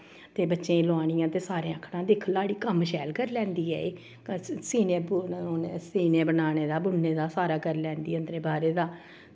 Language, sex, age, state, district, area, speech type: Dogri, female, 45-60, Jammu and Kashmir, Samba, rural, spontaneous